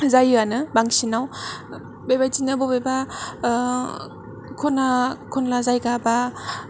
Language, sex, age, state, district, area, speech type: Bodo, female, 18-30, Assam, Kokrajhar, rural, spontaneous